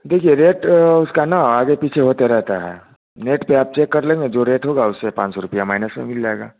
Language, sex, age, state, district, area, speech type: Hindi, male, 30-45, Bihar, Vaishali, rural, conversation